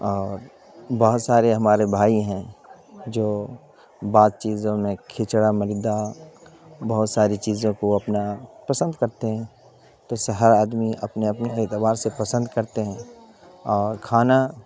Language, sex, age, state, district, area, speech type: Urdu, male, 30-45, Bihar, Khagaria, rural, spontaneous